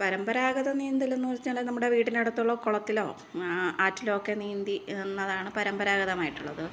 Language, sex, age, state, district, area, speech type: Malayalam, female, 30-45, Kerala, Thiruvananthapuram, rural, spontaneous